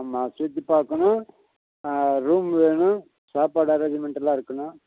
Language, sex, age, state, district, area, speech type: Tamil, male, 45-60, Tamil Nadu, Nilgiris, rural, conversation